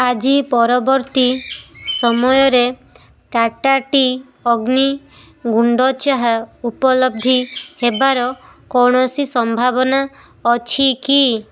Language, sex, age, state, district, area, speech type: Odia, female, 18-30, Odisha, Balasore, rural, read